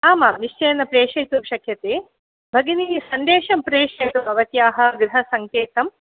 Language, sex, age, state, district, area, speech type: Sanskrit, female, 45-60, Karnataka, Udupi, urban, conversation